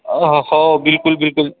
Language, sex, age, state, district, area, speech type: Marathi, male, 30-45, Maharashtra, Buldhana, urban, conversation